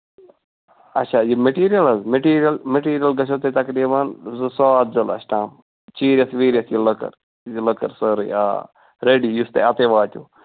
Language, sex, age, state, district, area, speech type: Kashmiri, male, 18-30, Jammu and Kashmir, Ganderbal, rural, conversation